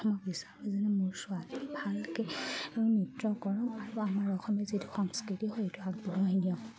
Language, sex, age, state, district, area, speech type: Assamese, female, 30-45, Assam, Charaideo, rural, spontaneous